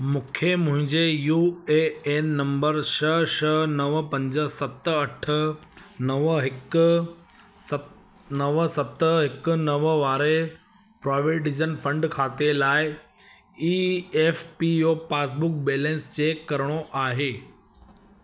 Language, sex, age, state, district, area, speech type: Sindhi, male, 30-45, Gujarat, Surat, urban, read